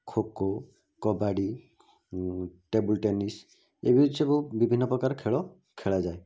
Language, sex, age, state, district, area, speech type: Odia, male, 45-60, Odisha, Bhadrak, rural, spontaneous